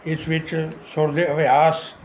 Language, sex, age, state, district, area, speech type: Punjabi, male, 45-60, Punjab, Mansa, urban, spontaneous